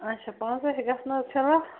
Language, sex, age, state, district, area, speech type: Kashmiri, female, 18-30, Jammu and Kashmir, Bandipora, rural, conversation